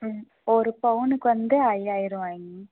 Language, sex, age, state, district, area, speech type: Tamil, female, 18-30, Tamil Nadu, Tiruppur, rural, conversation